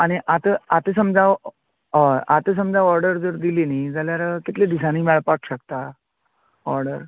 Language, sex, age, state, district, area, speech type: Goan Konkani, male, 45-60, Goa, Canacona, rural, conversation